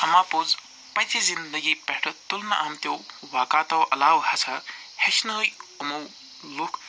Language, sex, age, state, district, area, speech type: Kashmiri, male, 45-60, Jammu and Kashmir, Srinagar, urban, spontaneous